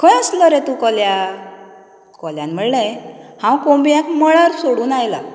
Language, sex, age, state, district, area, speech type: Goan Konkani, female, 30-45, Goa, Canacona, rural, spontaneous